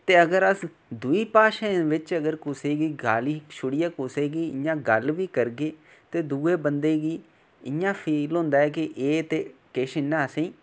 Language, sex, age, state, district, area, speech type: Dogri, male, 18-30, Jammu and Kashmir, Reasi, rural, spontaneous